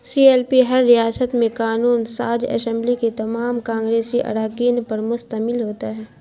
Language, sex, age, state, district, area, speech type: Urdu, female, 30-45, Bihar, Khagaria, rural, read